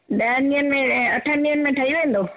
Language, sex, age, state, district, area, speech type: Sindhi, female, 60+, Gujarat, Surat, urban, conversation